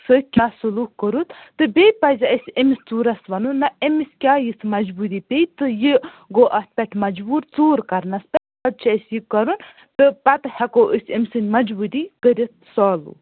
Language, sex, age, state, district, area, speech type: Kashmiri, female, 18-30, Jammu and Kashmir, Budgam, rural, conversation